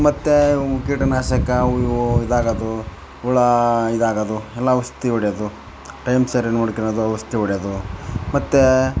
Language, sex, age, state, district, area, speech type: Kannada, male, 30-45, Karnataka, Vijayanagara, rural, spontaneous